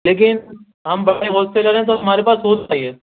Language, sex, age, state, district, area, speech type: Urdu, male, 18-30, Delhi, Central Delhi, urban, conversation